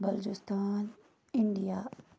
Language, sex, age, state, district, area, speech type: Kashmiri, female, 30-45, Jammu and Kashmir, Budgam, rural, spontaneous